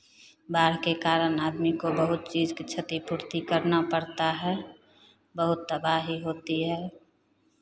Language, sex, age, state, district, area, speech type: Hindi, female, 45-60, Bihar, Begusarai, rural, spontaneous